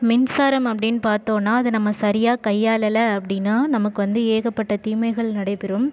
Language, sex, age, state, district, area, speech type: Tamil, female, 30-45, Tamil Nadu, Ariyalur, rural, spontaneous